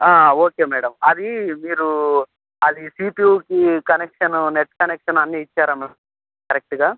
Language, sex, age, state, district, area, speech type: Telugu, male, 30-45, Andhra Pradesh, Anantapur, rural, conversation